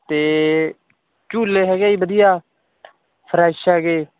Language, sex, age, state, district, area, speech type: Punjabi, male, 30-45, Punjab, Barnala, urban, conversation